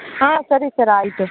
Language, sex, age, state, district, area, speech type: Kannada, female, 18-30, Karnataka, Kolar, rural, conversation